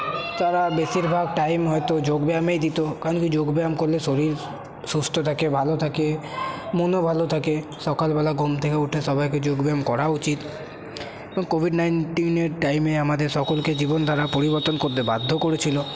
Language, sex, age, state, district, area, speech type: Bengali, male, 18-30, West Bengal, Paschim Bardhaman, rural, spontaneous